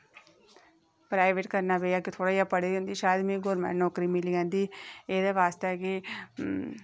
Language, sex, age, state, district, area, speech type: Dogri, female, 30-45, Jammu and Kashmir, Reasi, rural, spontaneous